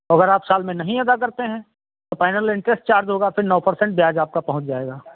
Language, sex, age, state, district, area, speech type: Hindi, male, 45-60, Uttar Pradesh, Sitapur, rural, conversation